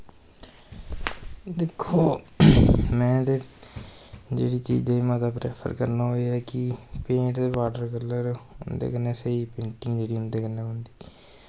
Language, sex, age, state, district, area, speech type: Dogri, male, 18-30, Jammu and Kashmir, Kathua, rural, spontaneous